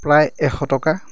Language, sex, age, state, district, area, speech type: Assamese, male, 30-45, Assam, Majuli, urban, spontaneous